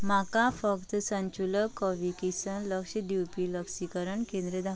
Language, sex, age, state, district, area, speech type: Goan Konkani, female, 18-30, Goa, Canacona, rural, read